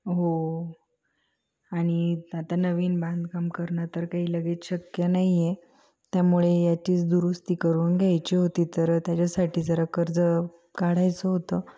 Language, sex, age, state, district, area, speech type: Marathi, female, 18-30, Maharashtra, Ahmednagar, urban, spontaneous